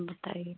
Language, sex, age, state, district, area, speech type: Hindi, female, 45-60, Uttar Pradesh, Chandauli, rural, conversation